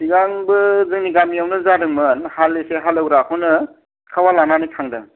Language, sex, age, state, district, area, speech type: Bodo, male, 45-60, Assam, Kokrajhar, rural, conversation